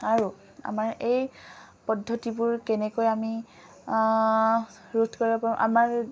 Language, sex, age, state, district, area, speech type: Assamese, female, 18-30, Assam, Dhemaji, rural, spontaneous